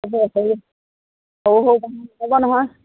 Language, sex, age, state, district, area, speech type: Assamese, female, 60+, Assam, Dibrugarh, rural, conversation